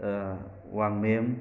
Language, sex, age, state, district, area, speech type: Manipuri, male, 45-60, Manipur, Thoubal, rural, spontaneous